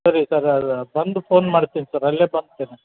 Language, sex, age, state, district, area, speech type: Kannada, male, 60+, Karnataka, Chamarajanagar, rural, conversation